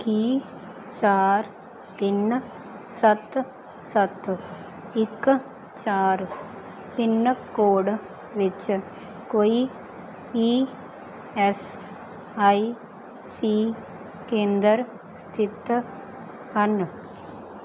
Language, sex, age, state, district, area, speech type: Punjabi, female, 30-45, Punjab, Mansa, rural, read